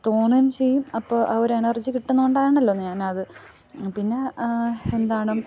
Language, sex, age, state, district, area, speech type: Malayalam, female, 18-30, Kerala, Thiruvananthapuram, rural, spontaneous